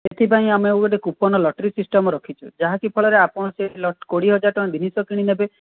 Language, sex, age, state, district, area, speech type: Odia, male, 18-30, Odisha, Dhenkanal, rural, conversation